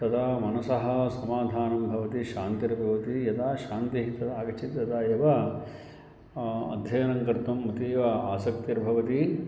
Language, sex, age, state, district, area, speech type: Sanskrit, male, 45-60, Karnataka, Uttara Kannada, rural, spontaneous